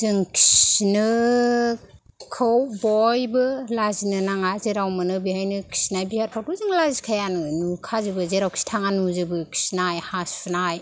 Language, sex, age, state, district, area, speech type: Bodo, female, 45-60, Assam, Kokrajhar, rural, spontaneous